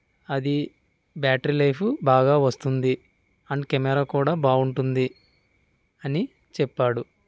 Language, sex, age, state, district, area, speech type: Telugu, male, 45-60, Andhra Pradesh, East Godavari, rural, spontaneous